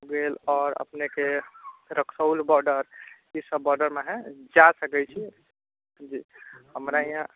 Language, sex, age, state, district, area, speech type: Maithili, male, 30-45, Bihar, Sitamarhi, rural, conversation